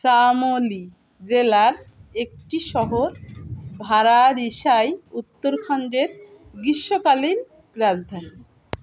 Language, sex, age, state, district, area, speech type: Bengali, female, 30-45, West Bengal, Dakshin Dinajpur, urban, read